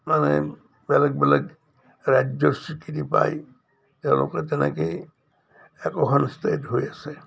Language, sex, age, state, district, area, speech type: Assamese, male, 60+, Assam, Udalguri, rural, spontaneous